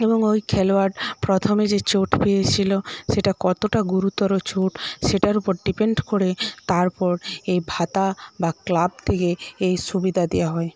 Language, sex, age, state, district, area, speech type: Bengali, female, 45-60, West Bengal, Paschim Medinipur, rural, spontaneous